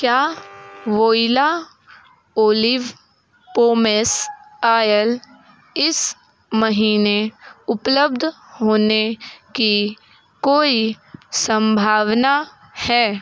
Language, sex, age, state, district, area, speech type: Hindi, female, 18-30, Uttar Pradesh, Sonbhadra, rural, read